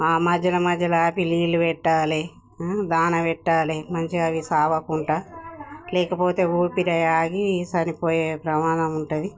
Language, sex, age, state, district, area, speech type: Telugu, female, 45-60, Telangana, Jagtial, rural, spontaneous